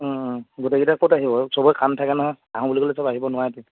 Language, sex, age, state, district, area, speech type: Assamese, male, 18-30, Assam, Lakhimpur, urban, conversation